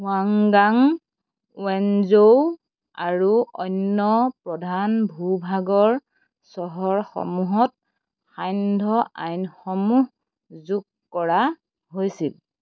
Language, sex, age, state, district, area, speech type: Assamese, female, 30-45, Assam, Golaghat, rural, read